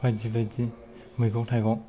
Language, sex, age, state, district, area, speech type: Bodo, male, 30-45, Assam, Kokrajhar, rural, spontaneous